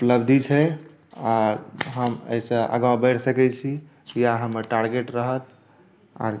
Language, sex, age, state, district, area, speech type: Maithili, male, 30-45, Bihar, Saharsa, urban, spontaneous